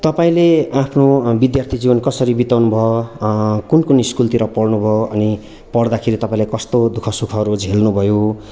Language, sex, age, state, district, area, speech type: Nepali, female, 18-30, West Bengal, Kalimpong, rural, spontaneous